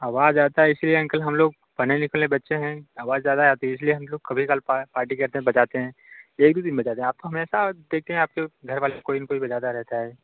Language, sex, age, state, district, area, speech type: Hindi, male, 30-45, Uttar Pradesh, Bhadohi, rural, conversation